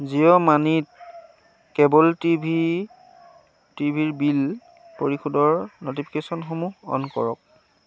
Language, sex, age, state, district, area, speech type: Assamese, male, 30-45, Assam, Sivasagar, rural, read